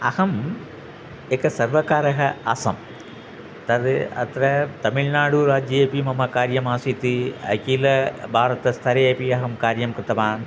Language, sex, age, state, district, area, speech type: Sanskrit, male, 60+, Tamil Nadu, Thanjavur, urban, spontaneous